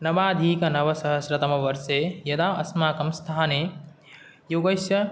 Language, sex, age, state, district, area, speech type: Sanskrit, male, 18-30, Assam, Nagaon, rural, spontaneous